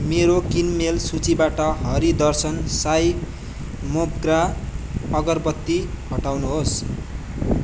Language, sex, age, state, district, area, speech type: Nepali, male, 18-30, West Bengal, Darjeeling, rural, read